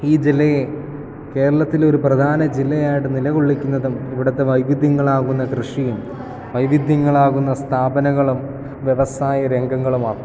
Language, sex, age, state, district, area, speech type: Malayalam, male, 18-30, Kerala, Kottayam, rural, spontaneous